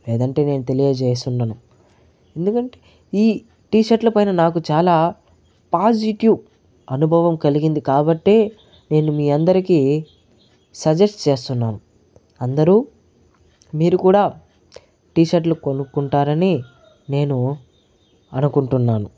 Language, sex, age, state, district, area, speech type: Telugu, male, 45-60, Andhra Pradesh, Chittoor, urban, spontaneous